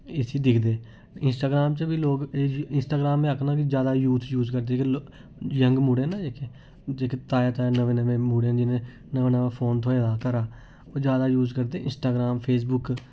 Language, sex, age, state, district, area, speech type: Dogri, male, 18-30, Jammu and Kashmir, Reasi, urban, spontaneous